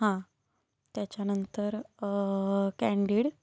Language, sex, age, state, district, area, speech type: Marathi, female, 18-30, Maharashtra, Satara, urban, spontaneous